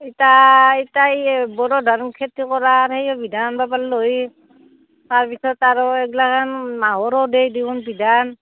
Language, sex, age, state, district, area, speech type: Assamese, female, 45-60, Assam, Barpeta, rural, conversation